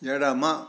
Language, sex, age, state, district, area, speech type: Telugu, male, 60+, Andhra Pradesh, Sri Satya Sai, urban, read